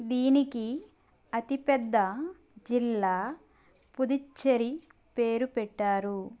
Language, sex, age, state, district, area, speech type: Telugu, female, 30-45, Andhra Pradesh, Konaseema, rural, read